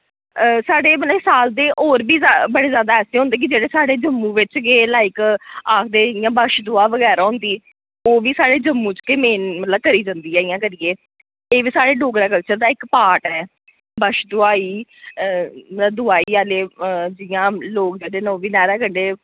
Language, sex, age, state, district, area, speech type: Dogri, female, 30-45, Jammu and Kashmir, Jammu, urban, conversation